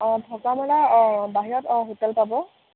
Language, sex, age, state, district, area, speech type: Assamese, female, 18-30, Assam, Jorhat, rural, conversation